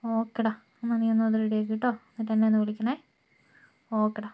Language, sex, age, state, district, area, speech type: Malayalam, female, 45-60, Kerala, Kozhikode, urban, spontaneous